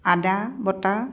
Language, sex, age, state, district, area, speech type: Assamese, female, 45-60, Assam, Tinsukia, rural, spontaneous